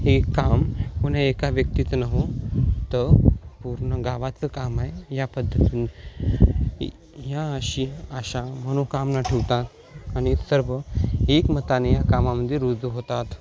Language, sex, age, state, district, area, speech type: Marathi, male, 18-30, Maharashtra, Hingoli, urban, spontaneous